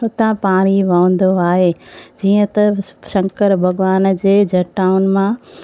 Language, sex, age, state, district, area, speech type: Sindhi, female, 30-45, Gujarat, Junagadh, urban, spontaneous